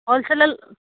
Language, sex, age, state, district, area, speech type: Kannada, female, 30-45, Karnataka, Uttara Kannada, rural, conversation